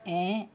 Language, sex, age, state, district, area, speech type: Sindhi, female, 60+, Uttar Pradesh, Lucknow, urban, spontaneous